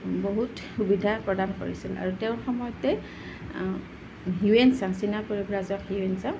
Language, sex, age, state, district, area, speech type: Assamese, female, 45-60, Assam, Nalbari, rural, spontaneous